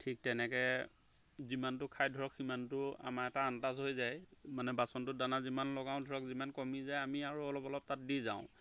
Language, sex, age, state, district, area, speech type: Assamese, male, 30-45, Assam, Golaghat, rural, spontaneous